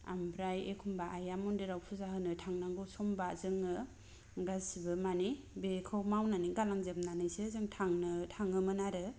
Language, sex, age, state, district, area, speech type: Bodo, female, 30-45, Assam, Kokrajhar, rural, spontaneous